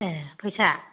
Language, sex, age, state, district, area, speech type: Bodo, female, 30-45, Assam, Kokrajhar, rural, conversation